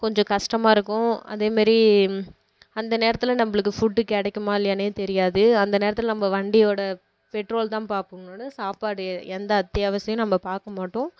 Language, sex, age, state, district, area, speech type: Tamil, female, 18-30, Tamil Nadu, Kallakurichi, rural, spontaneous